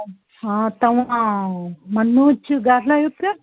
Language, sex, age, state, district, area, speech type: Sindhi, female, 45-60, Gujarat, Kutch, rural, conversation